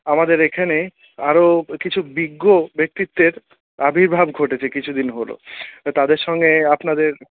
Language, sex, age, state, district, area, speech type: Bengali, male, 30-45, West Bengal, Paschim Bardhaman, urban, conversation